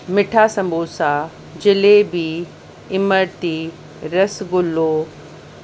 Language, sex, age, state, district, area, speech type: Sindhi, female, 30-45, Uttar Pradesh, Lucknow, urban, spontaneous